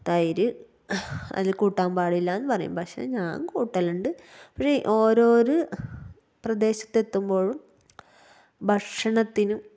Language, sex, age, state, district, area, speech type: Malayalam, female, 30-45, Kerala, Kasaragod, rural, spontaneous